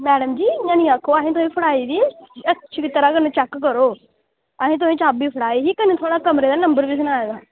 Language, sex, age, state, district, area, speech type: Dogri, female, 18-30, Jammu and Kashmir, Samba, rural, conversation